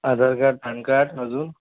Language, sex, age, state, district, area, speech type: Marathi, male, 30-45, Maharashtra, Akola, rural, conversation